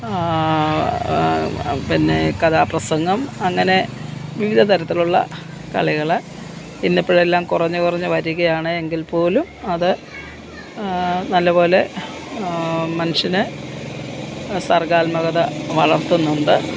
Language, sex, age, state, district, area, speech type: Malayalam, female, 60+, Kerala, Kottayam, urban, spontaneous